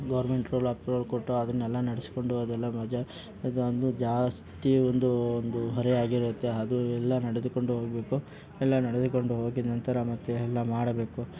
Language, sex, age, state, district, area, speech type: Kannada, male, 18-30, Karnataka, Kolar, rural, spontaneous